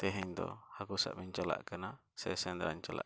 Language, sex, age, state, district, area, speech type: Santali, male, 30-45, Jharkhand, East Singhbhum, rural, spontaneous